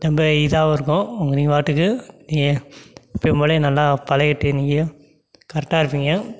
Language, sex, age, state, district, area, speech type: Tamil, male, 18-30, Tamil Nadu, Sivaganga, rural, spontaneous